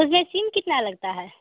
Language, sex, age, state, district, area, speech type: Hindi, female, 18-30, Bihar, Samastipur, urban, conversation